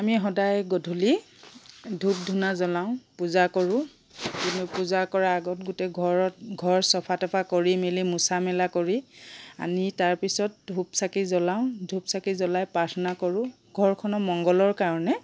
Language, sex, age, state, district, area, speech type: Assamese, female, 45-60, Assam, Charaideo, urban, spontaneous